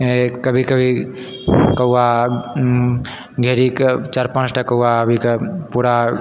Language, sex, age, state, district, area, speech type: Maithili, male, 30-45, Bihar, Purnia, rural, spontaneous